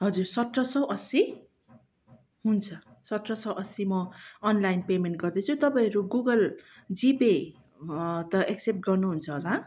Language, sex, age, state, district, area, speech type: Nepali, female, 30-45, West Bengal, Darjeeling, rural, spontaneous